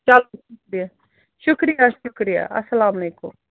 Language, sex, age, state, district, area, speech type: Kashmiri, female, 30-45, Jammu and Kashmir, Srinagar, urban, conversation